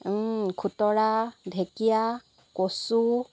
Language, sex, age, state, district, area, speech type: Assamese, female, 30-45, Assam, Golaghat, rural, spontaneous